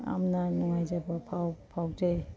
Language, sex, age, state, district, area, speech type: Manipuri, female, 45-60, Manipur, Imphal East, rural, spontaneous